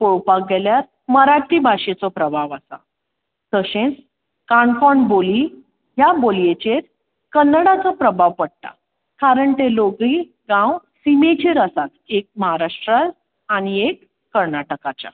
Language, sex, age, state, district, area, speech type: Goan Konkani, female, 45-60, Goa, Tiswadi, rural, conversation